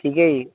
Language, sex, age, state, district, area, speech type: Punjabi, male, 18-30, Punjab, Muktsar, rural, conversation